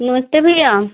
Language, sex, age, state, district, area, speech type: Hindi, female, 30-45, Uttar Pradesh, Prayagraj, rural, conversation